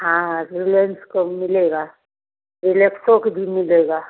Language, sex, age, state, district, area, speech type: Hindi, female, 60+, Bihar, Begusarai, rural, conversation